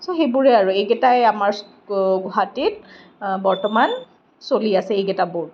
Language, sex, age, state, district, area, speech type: Assamese, female, 30-45, Assam, Kamrup Metropolitan, urban, spontaneous